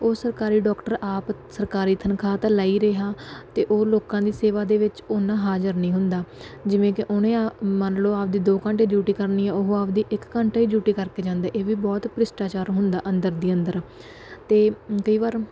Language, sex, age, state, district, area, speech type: Punjabi, female, 18-30, Punjab, Bathinda, rural, spontaneous